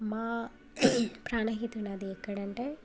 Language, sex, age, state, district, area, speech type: Telugu, female, 18-30, Telangana, Mancherial, rural, spontaneous